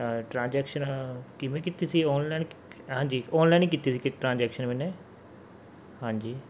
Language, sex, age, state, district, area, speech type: Punjabi, male, 18-30, Punjab, Mansa, urban, spontaneous